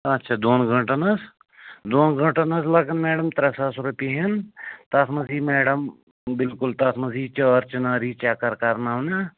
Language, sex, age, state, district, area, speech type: Kashmiri, male, 45-60, Jammu and Kashmir, Srinagar, urban, conversation